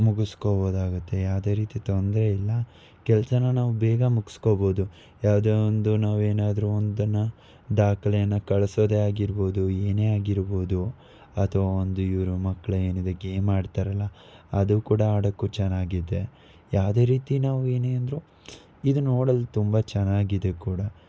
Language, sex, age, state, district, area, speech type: Kannada, male, 18-30, Karnataka, Davanagere, rural, spontaneous